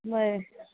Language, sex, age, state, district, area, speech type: Goan Konkani, female, 18-30, Goa, Salcete, rural, conversation